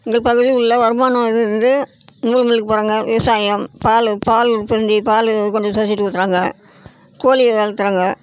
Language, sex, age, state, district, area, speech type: Tamil, female, 60+, Tamil Nadu, Namakkal, rural, spontaneous